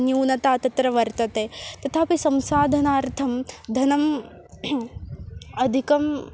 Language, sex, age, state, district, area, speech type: Sanskrit, female, 18-30, Maharashtra, Ahmednagar, urban, spontaneous